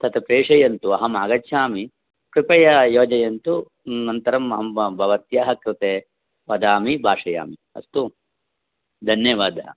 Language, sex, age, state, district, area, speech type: Sanskrit, male, 45-60, Karnataka, Bangalore Urban, urban, conversation